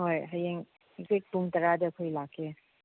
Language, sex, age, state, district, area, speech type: Manipuri, female, 30-45, Manipur, Chandel, rural, conversation